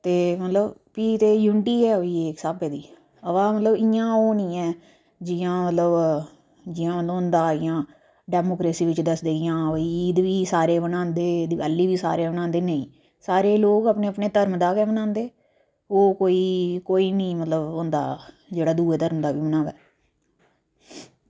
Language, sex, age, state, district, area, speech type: Dogri, female, 45-60, Jammu and Kashmir, Udhampur, urban, spontaneous